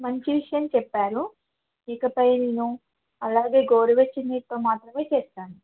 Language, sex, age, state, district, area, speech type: Telugu, female, 30-45, Telangana, Khammam, urban, conversation